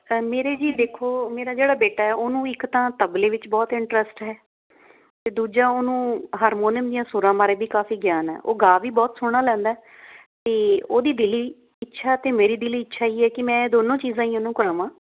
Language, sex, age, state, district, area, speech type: Punjabi, female, 45-60, Punjab, Fazilka, rural, conversation